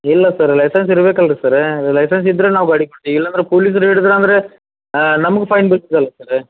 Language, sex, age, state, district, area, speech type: Kannada, male, 45-60, Karnataka, Dharwad, rural, conversation